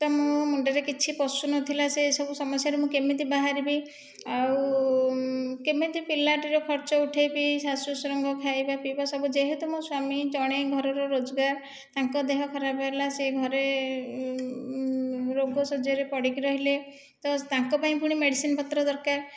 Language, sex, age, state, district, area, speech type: Odia, female, 30-45, Odisha, Khordha, rural, spontaneous